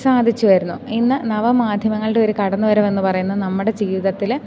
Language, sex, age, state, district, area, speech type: Malayalam, female, 18-30, Kerala, Idukki, rural, spontaneous